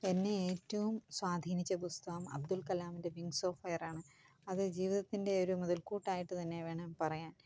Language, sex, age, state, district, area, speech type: Malayalam, female, 45-60, Kerala, Kottayam, rural, spontaneous